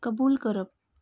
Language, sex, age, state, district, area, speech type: Goan Konkani, female, 30-45, Goa, Canacona, rural, read